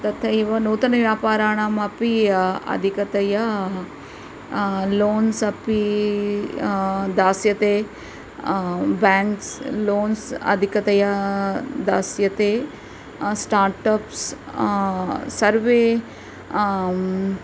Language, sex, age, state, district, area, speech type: Sanskrit, female, 45-60, Karnataka, Mysore, urban, spontaneous